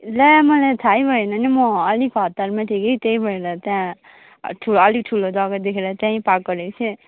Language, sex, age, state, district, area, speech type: Nepali, female, 18-30, West Bengal, Darjeeling, rural, conversation